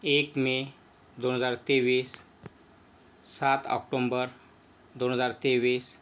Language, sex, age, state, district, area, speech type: Marathi, male, 60+, Maharashtra, Yavatmal, rural, spontaneous